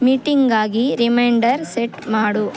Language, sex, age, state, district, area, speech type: Kannada, female, 18-30, Karnataka, Kolar, rural, read